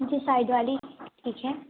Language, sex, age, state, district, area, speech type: Hindi, female, 18-30, Madhya Pradesh, Katni, urban, conversation